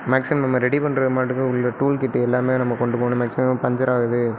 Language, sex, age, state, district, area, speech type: Tamil, male, 30-45, Tamil Nadu, Sivaganga, rural, spontaneous